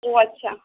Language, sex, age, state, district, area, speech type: Urdu, female, 18-30, Bihar, Gaya, urban, conversation